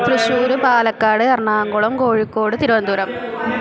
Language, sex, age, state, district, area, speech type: Sanskrit, female, 18-30, Kerala, Thrissur, urban, spontaneous